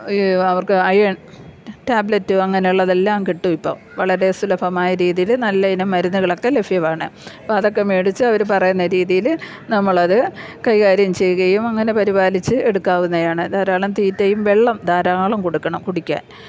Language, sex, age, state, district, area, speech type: Malayalam, female, 45-60, Kerala, Thiruvananthapuram, urban, spontaneous